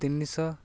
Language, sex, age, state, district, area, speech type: Odia, male, 18-30, Odisha, Ganjam, urban, spontaneous